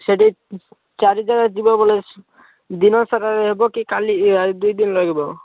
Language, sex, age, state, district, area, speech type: Odia, male, 18-30, Odisha, Malkangiri, urban, conversation